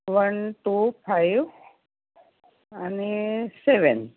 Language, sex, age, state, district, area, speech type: Marathi, female, 60+, Maharashtra, Nagpur, urban, conversation